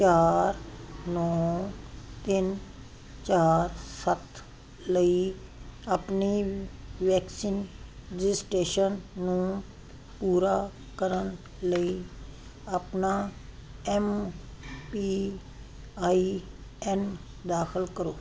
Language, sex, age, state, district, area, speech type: Punjabi, female, 60+, Punjab, Fazilka, rural, read